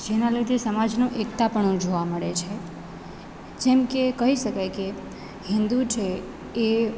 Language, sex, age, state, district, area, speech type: Gujarati, female, 30-45, Gujarat, Rajkot, urban, spontaneous